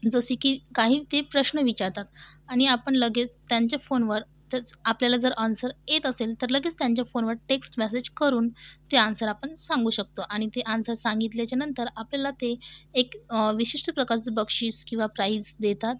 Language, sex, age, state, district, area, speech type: Marathi, female, 18-30, Maharashtra, Washim, urban, spontaneous